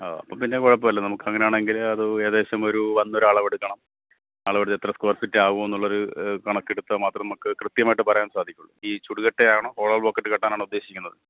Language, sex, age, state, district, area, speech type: Malayalam, male, 30-45, Kerala, Thiruvananthapuram, urban, conversation